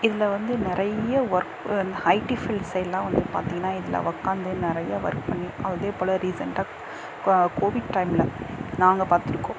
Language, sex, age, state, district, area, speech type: Tamil, female, 45-60, Tamil Nadu, Dharmapuri, rural, spontaneous